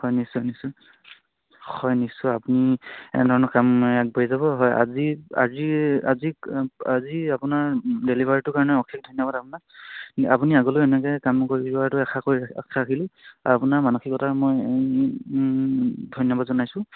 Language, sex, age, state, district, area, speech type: Assamese, male, 18-30, Assam, Charaideo, rural, conversation